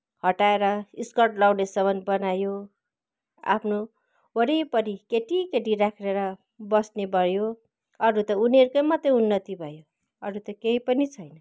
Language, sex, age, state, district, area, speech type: Nepali, female, 45-60, West Bengal, Kalimpong, rural, spontaneous